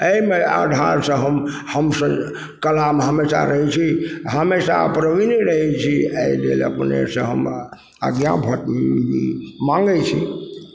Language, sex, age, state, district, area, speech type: Maithili, male, 60+, Bihar, Supaul, rural, spontaneous